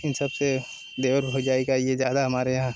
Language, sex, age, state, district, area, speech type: Hindi, male, 30-45, Uttar Pradesh, Jaunpur, rural, spontaneous